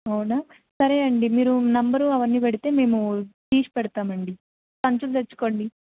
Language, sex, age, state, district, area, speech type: Telugu, female, 18-30, Telangana, Medak, urban, conversation